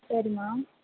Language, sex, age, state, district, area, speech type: Tamil, female, 18-30, Tamil Nadu, Mayiladuthurai, rural, conversation